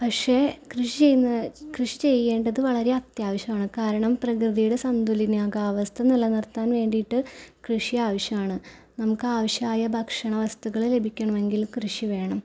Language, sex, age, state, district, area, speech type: Malayalam, female, 18-30, Kerala, Ernakulam, rural, spontaneous